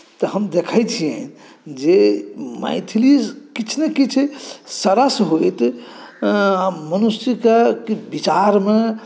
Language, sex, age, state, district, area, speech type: Maithili, male, 45-60, Bihar, Saharsa, urban, spontaneous